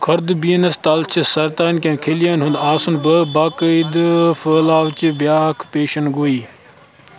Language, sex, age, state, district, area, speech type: Kashmiri, male, 18-30, Jammu and Kashmir, Baramulla, urban, read